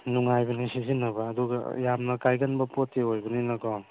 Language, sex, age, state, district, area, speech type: Manipuri, male, 45-60, Manipur, Churachandpur, rural, conversation